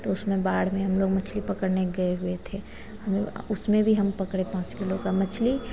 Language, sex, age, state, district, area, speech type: Hindi, female, 30-45, Bihar, Begusarai, rural, spontaneous